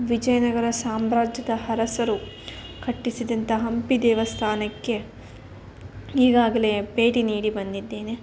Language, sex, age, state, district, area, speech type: Kannada, female, 18-30, Karnataka, Davanagere, rural, spontaneous